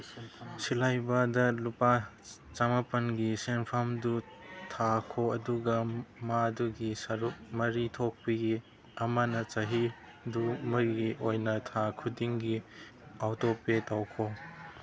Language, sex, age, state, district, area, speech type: Manipuri, male, 30-45, Manipur, Chandel, rural, read